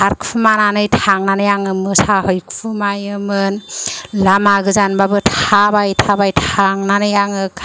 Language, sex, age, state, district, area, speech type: Bodo, female, 45-60, Assam, Kokrajhar, rural, spontaneous